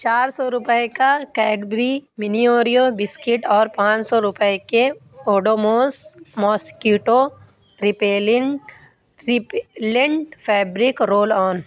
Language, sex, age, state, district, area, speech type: Urdu, female, 30-45, Uttar Pradesh, Lucknow, urban, read